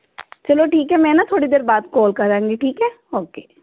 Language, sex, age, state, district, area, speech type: Punjabi, female, 30-45, Punjab, Amritsar, urban, conversation